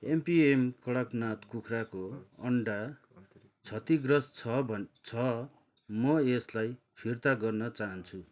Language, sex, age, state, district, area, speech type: Nepali, male, 30-45, West Bengal, Darjeeling, rural, read